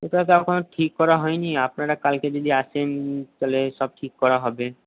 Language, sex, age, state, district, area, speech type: Bengali, male, 18-30, West Bengal, Purba Bardhaman, urban, conversation